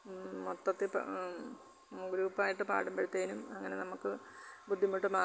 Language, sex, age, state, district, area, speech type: Malayalam, female, 45-60, Kerala, Alappuzha, rural, spontaneous